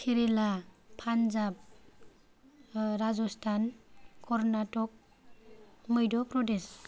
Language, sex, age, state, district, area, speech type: Bodo, female, 30-45, Assam, Kokrajhar, rural, spontaneous